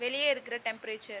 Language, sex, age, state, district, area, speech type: Tamil, female, 30-45, Tamil Nadu, Viluppuram, rural, read